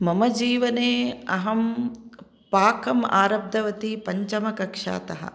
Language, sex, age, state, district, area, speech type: Sanskrit, female, 45-60, Karnataka, Uttara Kannada, urban, spontaneous